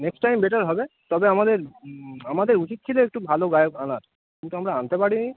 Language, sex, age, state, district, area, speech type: Bengali, male, 30-45, West Bengal, North 24 Parganas, urban, conversation